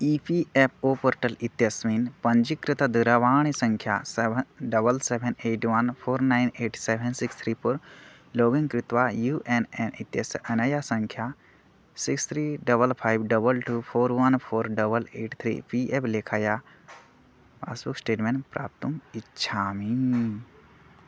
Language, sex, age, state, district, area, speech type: Sanskrit, male, 18-30, Odisha, Bargarh, rural, read